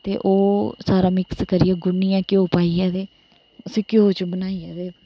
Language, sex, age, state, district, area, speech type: Dogri, female, 30-45, Jammu and Kashmir, Reasi, rural, spontaneous